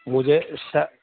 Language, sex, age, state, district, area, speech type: Urdu, male, 18-30, Bihar, Purnia, rural, conversation